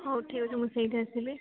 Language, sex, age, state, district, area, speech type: Odia, female, 18-30, Odisha, Koraput, urban, conversation